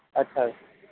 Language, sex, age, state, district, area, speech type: Punjabi, male, 45-60, Punjab, Ludhiana, urban, conversation